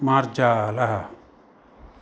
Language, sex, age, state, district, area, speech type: Sanskrit, male, 60+, Karnataka, Uttara Kannada, rural, read